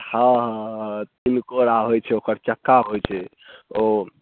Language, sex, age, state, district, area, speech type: Maithili, male, 18-30, Bihar, Saharsa, rural, conversation